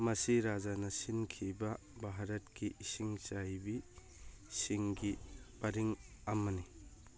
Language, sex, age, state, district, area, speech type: Manipuri, male, 45-60, Manipur, Churachandpur, rural, read